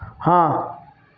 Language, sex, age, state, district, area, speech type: Hindi, male, 30-45, Uttar Pradesh, Mirzapur, urban, read